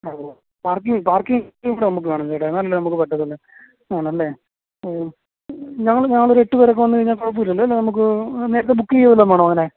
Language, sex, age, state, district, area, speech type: Malayalam, male, 30-45, Kerala, Ernakulam, rural, conversation